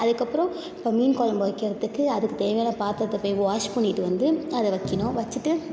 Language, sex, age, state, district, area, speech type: Tamil, female, 18-30, Tamil Nadu, Thanjavur, urban, spontaneous